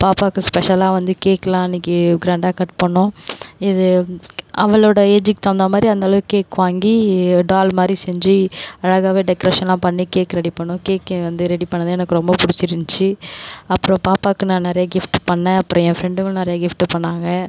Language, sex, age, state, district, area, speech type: Tamil, female, 18-30, Tamil Nadu, Cuddalore, urban, spontaneous